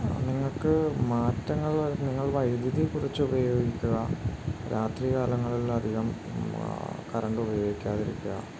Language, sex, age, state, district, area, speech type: Malayalam, male, 30-45, Kerala, Wayanad, rural, spontaneous